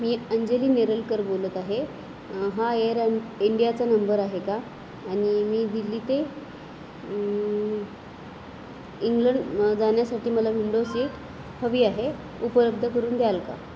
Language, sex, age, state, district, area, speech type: Marathi, female, 30-45, Maharashtra, Nanded, urban, spontaneous